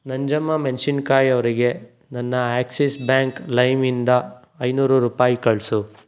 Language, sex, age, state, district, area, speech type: Kannada, male, 18-30, Karnataka, Tumkur, rural, read